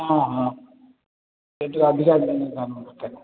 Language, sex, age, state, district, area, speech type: Odia, male, 45-60, Odisha, Khordha, rural, conversation